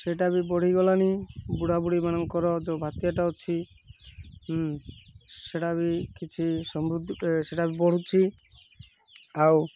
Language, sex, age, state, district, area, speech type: Odia, male, 18-30, Odisha, Malkangiri, urban, spontaneous